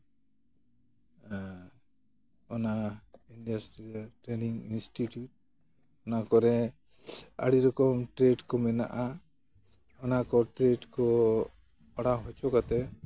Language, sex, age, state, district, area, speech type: Santali, male, 60+, West Bengal, Jhargram, rural, spontaneous